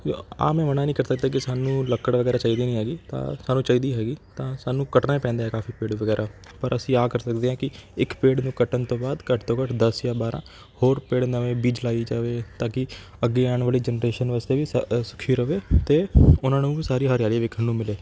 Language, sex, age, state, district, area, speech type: Punjabi, male, 18-30, Punjab, Kapurthala, urban, spontaneous